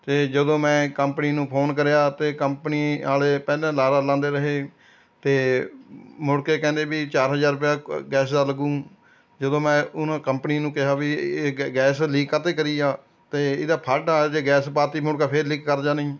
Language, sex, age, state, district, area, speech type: Punjabi, male, 60+, Punjab, Rupnagar, rural, spontaneous